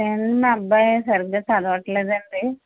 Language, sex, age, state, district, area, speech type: Telugu, female, 45-60, Andhra Pradesh, West Godavari, rural, conversation